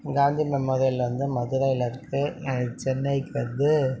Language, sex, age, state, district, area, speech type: Tamil, male, 45-60, Tamil Nadu, Mayiladuthurai, urban, spontaneous